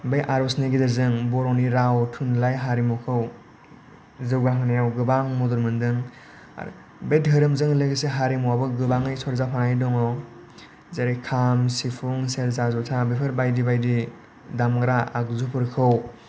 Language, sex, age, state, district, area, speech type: Bodo, male, 18-30, Assam, Kokrajhar, rural, spontaneous